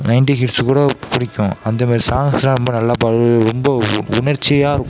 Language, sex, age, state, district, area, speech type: Tamil, male, 18-30, Tamil Nadu, Mayiladuthurai, rural, spontaneous